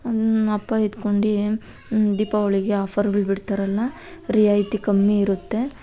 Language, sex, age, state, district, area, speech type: Kannada, female, 18-30, Karnataka, Kolar, rural, spontaneous